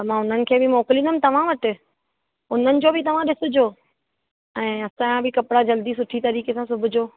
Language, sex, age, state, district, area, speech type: Sindhi, female, 30-45, Uttar Pradesh, Lucknow, rural, conversation